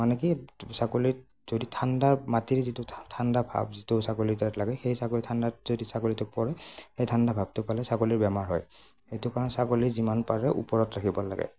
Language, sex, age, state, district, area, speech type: Assamese, male, 18-30, Assam, Morigaon, rural, spontaneous